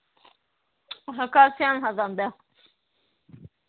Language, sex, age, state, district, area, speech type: Kashmiri, female, 18-30, Jammu and Kashmir, Budgam, rural, conversation